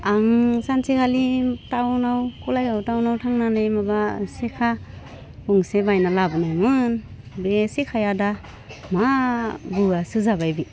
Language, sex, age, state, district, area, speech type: Bodo, female, 30-45, Assam, Udalguri, urban, spontaneous